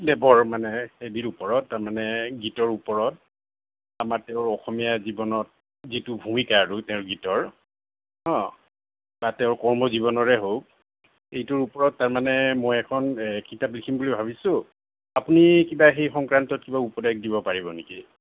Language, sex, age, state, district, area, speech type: Assamese, male, 45-60, Assam, Kamrup Metropolitan, urban, conversation